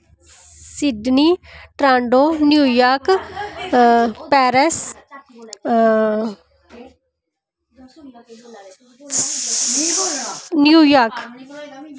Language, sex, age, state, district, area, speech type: Dogri, female, 30-45, Jammu and Kashmir, Samba, urban, spontaneous